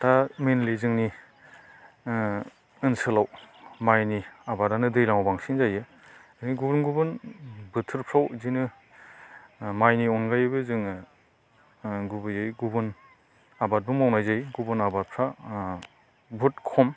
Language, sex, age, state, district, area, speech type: Bodo, male, 45-60, Assam, Baksa, rural, spontaneous